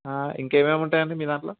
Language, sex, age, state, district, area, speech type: Telugu, male, 18-30, Telangana, Ranga Reddy, urban, conversation